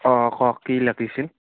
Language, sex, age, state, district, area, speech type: Assamese, male, 18-30, Assam, Biswanath, rural, conversation